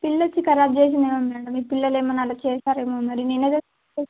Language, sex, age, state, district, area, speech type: Telugu, female, 18-30, Telangana, Sangareddy, urban, conversation